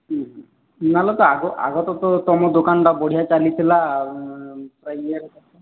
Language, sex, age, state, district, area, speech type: Odia, male, 45-60, Odisha, Sambalpur, rural, conversation